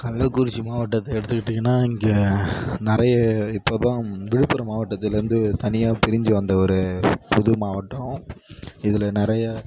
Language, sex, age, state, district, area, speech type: Tamil, male, 18-30, Tamil Nadu, Kallakurichi, rural, spontaneous